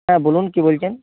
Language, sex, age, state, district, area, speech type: Bengali, male, 18-30, West Bengal, Bankura, urban, conversation